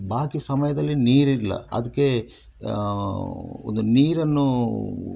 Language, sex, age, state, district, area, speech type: Kannada, male, 60+, Karnataka, Udupi, rural, spontaneous